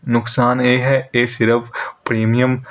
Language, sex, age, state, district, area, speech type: Punjabi, male, 18-30, Punjab, Hoshiarpur, urban, spontaneous